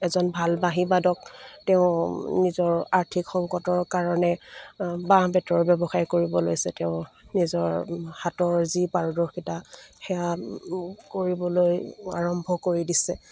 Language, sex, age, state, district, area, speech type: Assamese, female, 45-60, Assam, Dibrugarh, rural, spontaneous